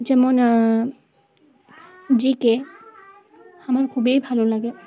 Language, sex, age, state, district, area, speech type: Bengali, female, 18-30, West Bengal, Uttar Dinajpur, urban, spontaneous